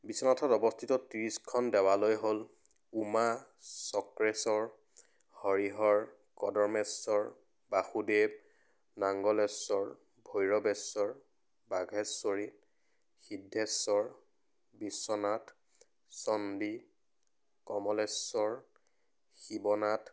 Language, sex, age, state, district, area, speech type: Assamese, male, 18-30, Assam, Biswanath, rural, spontaneous